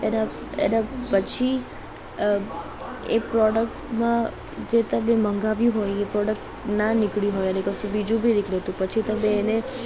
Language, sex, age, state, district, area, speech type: Gujarati, female, 30-45, Gujarat, Morbi, rural, spontaneous